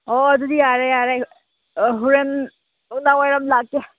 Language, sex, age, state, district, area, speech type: Manipuri, female, 18-30, Manipur, Senapati, rural, conversation